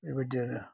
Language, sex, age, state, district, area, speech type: Bodo, male, 45-60, Assam, Kokrajhar, rural, spontaneous